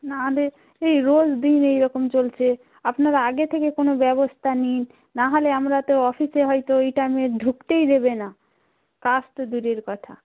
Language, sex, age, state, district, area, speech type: Bengali, female, 30-45, West Bengal, Darjeeling, rural, conversation